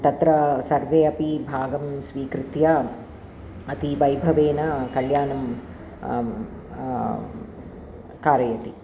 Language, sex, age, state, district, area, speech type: Sanskrit, female, 45-60, Andhra Pradesh, Krishna, urban, spontaneous